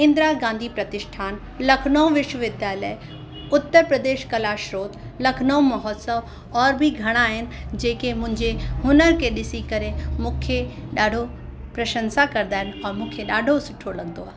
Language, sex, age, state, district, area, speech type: Sindhi, female, 30-45, Uttar Pradesh, Lucknow, urban, spontaneous